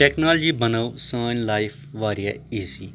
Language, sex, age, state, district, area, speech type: Kashmiri, male, 18-30, Jammu and Kashmir, Anantnag, rural, spontaneous